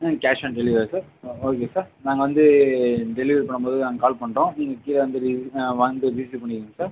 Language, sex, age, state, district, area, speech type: Tamil, male, 18-30, Tamil Nadu, Viluppuram, urban, conversation